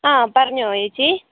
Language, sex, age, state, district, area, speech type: Malayalam, female, 30-45, Kerala, Idukki, rural, conversation